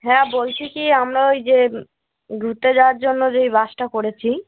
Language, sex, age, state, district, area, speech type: Bengali, female, 18-30, West Bengal, Cooch Behar, urban, conversation